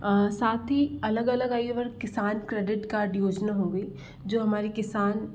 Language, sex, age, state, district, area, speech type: Hindi, female, 45-60, Madhya Pradesh, Bhopal, urban, spontaneous